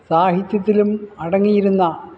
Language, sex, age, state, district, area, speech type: Malayalam, male, 60+, Kerala, Kollam, rural, spontaneous